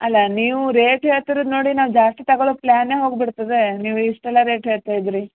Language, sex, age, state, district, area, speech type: Kannada, female, 30-45, Karnataka, Uttara Kannada, rural, conversation